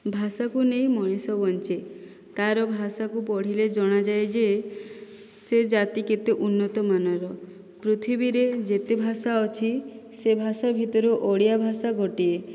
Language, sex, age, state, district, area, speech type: Odia, female, 18-30, Odisha, Boudh, rural, spontaneous